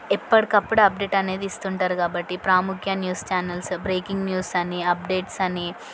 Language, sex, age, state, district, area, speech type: Telugu, female, 18-30, Telangana, Yadadri Bhuvanagiri, urban, spontaneous